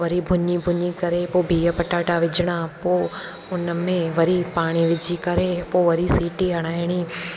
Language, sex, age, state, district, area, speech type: Sindhi, female, 30-45, Gujarat, Junagadh, urban, spontaneous